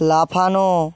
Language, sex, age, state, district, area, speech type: Bengali, male, 60+, West Bengal, Purba Medinipur, rural, read